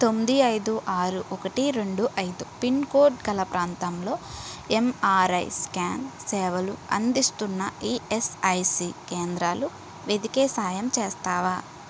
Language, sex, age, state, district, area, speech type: Telugu, female, 60+, Andhra Pradesh, Kakinada, rural, read